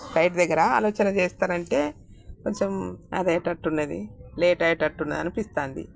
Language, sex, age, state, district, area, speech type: Telugu, female, 60+, Telangana, Peddapalli, rural, spontaneous